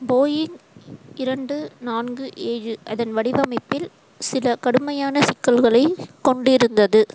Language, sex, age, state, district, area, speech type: Tamil, female, 18-30, Tamil Nadu, Ranipet, rural, read